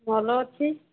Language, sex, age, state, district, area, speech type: Odia, female, 30-45, Odisha, Sambalpur, rural, conversation